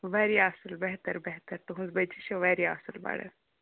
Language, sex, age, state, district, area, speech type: Kashmiri, female, 18-30, Jammu and Kashmir, Kulgam, rural, conversation